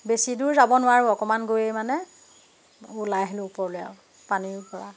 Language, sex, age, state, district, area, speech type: Assamese, female, 45-60, Assam, Jorhat, urban, spontaneous